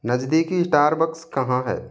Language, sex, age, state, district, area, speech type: Hindi, male, 45-60, Rajasthan, Jaipur, urban, read